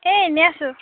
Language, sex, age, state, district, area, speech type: Assamese, female, 18-30, Assam, Lakhimpur, rural, conversation